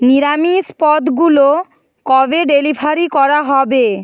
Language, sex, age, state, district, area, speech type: Bengali, female, 45-60, West Bengal, Nadia, rural, read